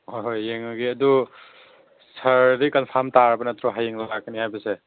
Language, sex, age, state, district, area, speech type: Manipuri, male, 18-30, Manipur, Chandel, rural, conversation